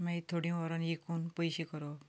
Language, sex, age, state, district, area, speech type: Goan Konkani, female, 45-60, Goa, Canacona, rural, spontaneous